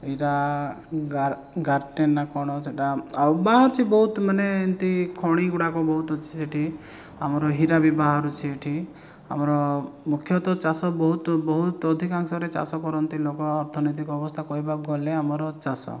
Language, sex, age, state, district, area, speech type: Odia, male, 30-45, Odisha, Kalahandi, rural, spontaneous